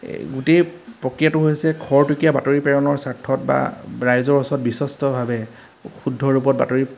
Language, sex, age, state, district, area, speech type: Assamese, male, 30-45, Assam, Majuli, urban, spontaneous